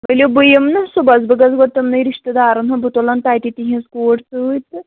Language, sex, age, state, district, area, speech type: Kashmiri, female, 45-60, Jammu and Kashmir, Anantnag, rural, conversation